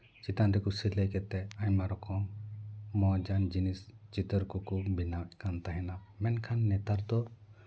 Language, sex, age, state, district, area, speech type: Santali, male, 30-45, West Bengal, Purba Bardhaman, rural, spontaneous